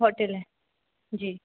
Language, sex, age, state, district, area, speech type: Hindi, female, 18-30, Bihar, Madhepura, rural, conversation